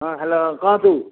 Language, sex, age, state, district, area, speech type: Odia, male, 60+, Odisha, Gajapati, rural, conversation